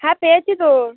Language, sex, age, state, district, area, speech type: Bengali, female, 18-30, West Bengal, Uttar Dinajpur, urban, conversation